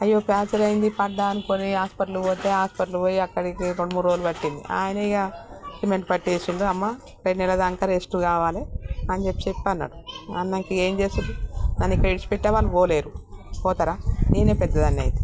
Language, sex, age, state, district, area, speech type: Telugu, female, 60+, Telangana, Peddapalli, rural, spontaneous